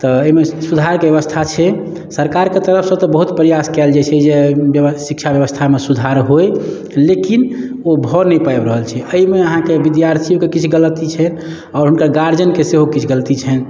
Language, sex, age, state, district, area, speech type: Maithili, male, 30-45, Bihar, Madhubani, rural, spontaneous